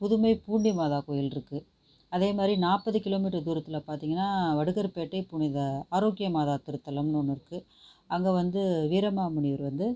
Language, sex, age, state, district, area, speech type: Tamil, female, 30-45, Tamil Nadu, Tiruchirappalli, rural, spontaneous